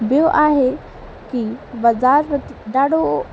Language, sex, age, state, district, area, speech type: Sindhi, female, 18-30, Rajasthan, Ajmer, urban, spontaneous